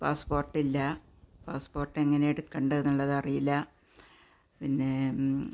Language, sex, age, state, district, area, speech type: Malayalam, female, 60+, Kerala, Malappuram, rural, spontaneous